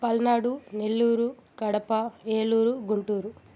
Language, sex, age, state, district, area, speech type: Telugu, female, 18-30, Andhra Pradesh, Sri Balaji, urban, spontaneous